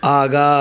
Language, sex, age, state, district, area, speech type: Maithili, male, 45-60, Bihar, Muzaffarpur, rural, read